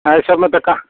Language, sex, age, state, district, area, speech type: Maithili, male, 45-60, Bihar, Madhepura, rural, conversation